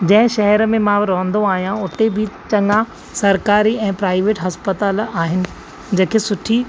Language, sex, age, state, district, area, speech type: Sindhi, male, 30-45, Maharashtra, Thane, urban, spontaneous